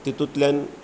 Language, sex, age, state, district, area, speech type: Goan Konkani, male, 45-60, Goa, Bardez, rural, spontaneous